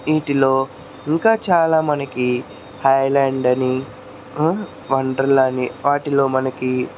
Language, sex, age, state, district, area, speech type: Telugu, male, 30-45, Andhra Pradesh, N T Rama Rao, urban, spontaneous